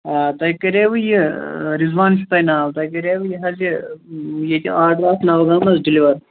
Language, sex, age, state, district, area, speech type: Kashmiri, female, 18-30, Jammu and Kashmir, Shopian, urban, conversation